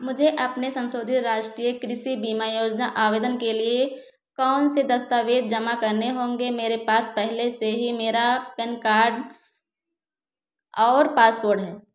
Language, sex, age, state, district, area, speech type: Hindi, female, 30-45, Uttar Pradesh, Ayodhya, rural, read